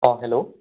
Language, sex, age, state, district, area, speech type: Assamese, male, 18-30, Assam, Charaideo, urban, conversation